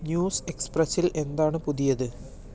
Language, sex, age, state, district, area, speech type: Malayalam, male, 18-30, Kerala, Palakkad, rural, read